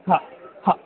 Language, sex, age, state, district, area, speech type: Marathi, male, 18-30, Maharashtra, Sangli, urban, conversation